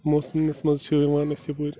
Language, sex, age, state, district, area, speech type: Kashmiri, male, 30-45, Jammu and Kashmir, Bandipora, rural, spontaneous